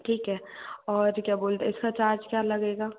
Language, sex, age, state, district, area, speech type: Hindi, other, 45-60, Madhya Pradesh, Bhopal, urban, conversation